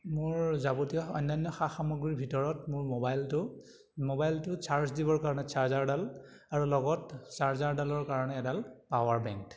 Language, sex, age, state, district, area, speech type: Assamese, male, 18-30, Assam, Majuli, urban, spontaneous